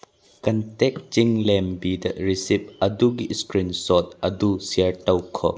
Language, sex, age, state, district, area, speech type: Manipuri, male, 18-30, Manipur, Bishnupur, rural, read